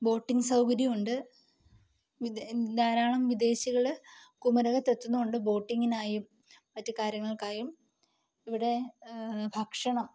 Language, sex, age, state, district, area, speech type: Malayalam, female, 18-30, Kerala, Kottayam, rural, spontaneous